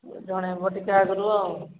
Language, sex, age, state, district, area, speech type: Odia, female, 45-60, Odisha, Angul, rural, conversation